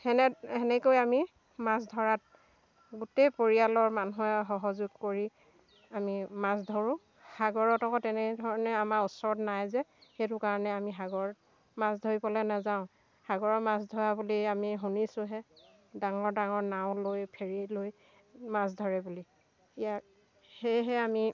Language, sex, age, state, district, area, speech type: Assamese, female, 60+, Assam, Dhemaji, rural, spontaneous